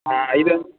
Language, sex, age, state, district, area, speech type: Tamil, male, 18-30, Tamil Nadu, Perambalur, rural, conversation